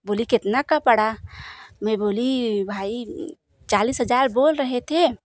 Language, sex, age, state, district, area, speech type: Hindi, female, 45-60, Uttar Pradesh, Jaunpur, rural, spontaneous